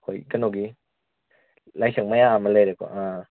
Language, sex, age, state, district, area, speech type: Manipuri, male, 18-30, Manipur, Kakching, rural, conversation